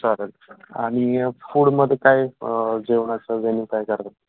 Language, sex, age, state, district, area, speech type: Marathi, male, 30-45, Maharashtra, Osmanabad, rural, conversation